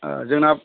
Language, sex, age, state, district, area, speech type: Bodo, male, 60+, Assam, Kokrajhar, urban, conversation